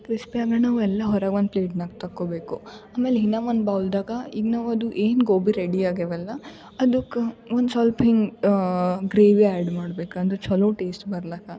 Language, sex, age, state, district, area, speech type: Kannada, female, 18-30, Karnataka, Gulbarga, urban, spontaneous